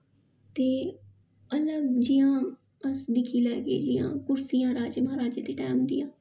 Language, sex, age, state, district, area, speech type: Dogri, female, 18-30, Jammu and Kashmir, Jammu, urban, spontaneous